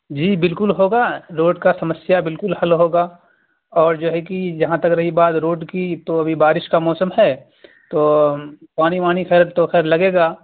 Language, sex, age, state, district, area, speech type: Urdu, male, 18-30, Bihar, Purnia, rural, conversation